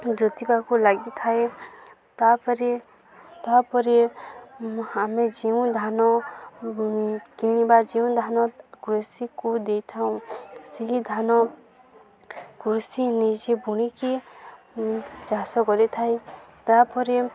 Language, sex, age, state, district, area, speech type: Odia, female, 18-30, Odisha, Balangir, urban, spontaneous